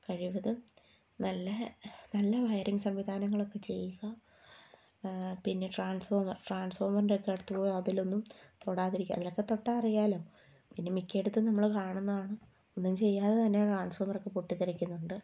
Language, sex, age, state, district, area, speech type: Malayalam, female, 18-30, Kerala, Idukki, rural, spontaneous